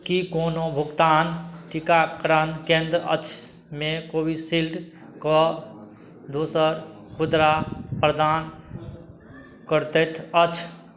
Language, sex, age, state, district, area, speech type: Maithili, male, 30-45, Bihar, Madhubani, rural, read